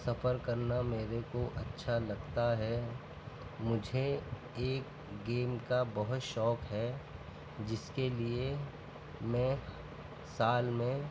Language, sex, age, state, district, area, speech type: Urdu, male, 60+, Uttar Pradesh, Gautam Buddha Nagar, urban, spontaneous